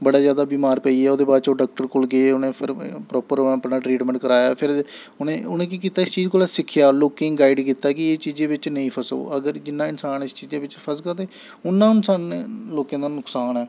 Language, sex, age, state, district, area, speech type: Dogri, male, 18-30, Jammu and Kashmir, Samba, rural, spontaneous